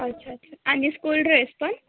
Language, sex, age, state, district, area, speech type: Marathi, female, 18-30, Maharashtra, Nagpur, urban, conversation